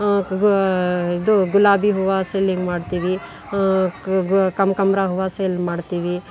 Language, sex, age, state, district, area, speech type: Kannada, female, 45-60, Karnataka, Bangalore Urban, rural, spontaneous